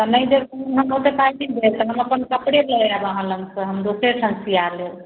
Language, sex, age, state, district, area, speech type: Maithili, male, 45-60, Bihar, Sitamarhi, urban, conversation